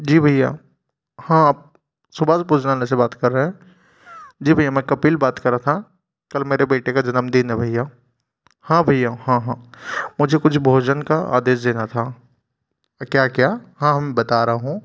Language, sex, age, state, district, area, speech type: Hindi, male, 30-45, Madhya Pradesh, Bhopal, urban, spontaneous